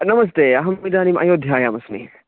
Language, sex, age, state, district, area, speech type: Sanskrit, male, 18-30, Karnataka, Chikkamagaluru, rural, conversation